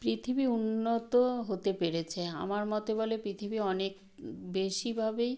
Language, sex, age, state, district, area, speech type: Bengali, female, 60+, West Bengal, South 24 Parganas, rural, spontaneous